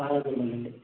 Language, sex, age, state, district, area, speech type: Telugu, male, 30-45, Andhra Pradesh, West Godavari, rural, conversation